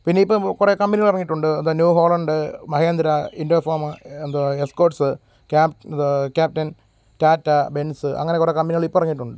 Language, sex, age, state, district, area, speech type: Malayalam, male, 30-45, Kerala, Pathanamthitta, rural, spontaneous